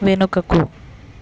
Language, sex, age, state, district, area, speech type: Telugu, female, 30-45, Andhra Pradesh, West Godavari, rural, read